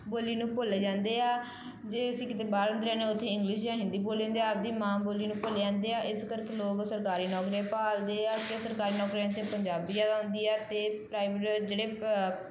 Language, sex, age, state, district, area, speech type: Punjabi, female, 18-30, Punjab, Bathinda, rural, spontaneous